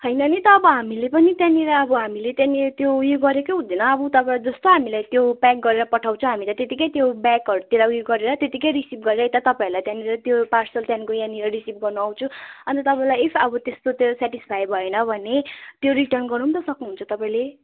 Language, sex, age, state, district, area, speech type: Nepali, female, 18-30, West Bengal, Jalpaiguri, urban, conversation